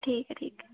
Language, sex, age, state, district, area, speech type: Dogri, female, 18-30, Jammu and Kashmir, Jammu, rural, conversation